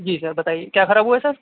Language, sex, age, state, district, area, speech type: Urdu, male, 30-45, Delhi, North West Delhi, urban, conversation